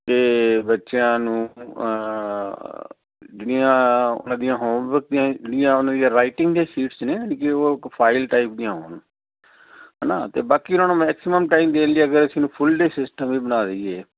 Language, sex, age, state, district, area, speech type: Punjabi, male, 60+, Punjab, Firozpur, urban, conversation